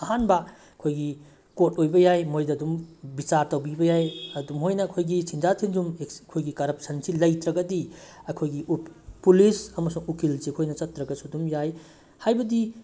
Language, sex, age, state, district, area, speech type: Manipuri, male, 18-30, Manipur, Bishnupur, rural, spontaneous